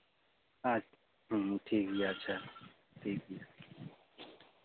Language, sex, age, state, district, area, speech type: Santali, male, 18-30, West Bengal, Malda, rural, conversation